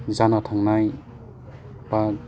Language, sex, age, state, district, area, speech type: Bodo, male, 30-45, Assam, Udalguri, urban, spontaneous